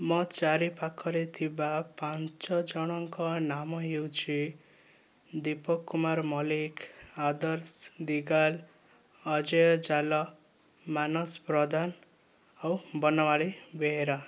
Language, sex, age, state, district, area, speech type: Odia, male, 18-30, Odisha, Kandhamal, rural, spontaneous